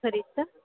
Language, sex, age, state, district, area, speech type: Kannada, female, 60+, Karnataka, Kolar, rural, conversation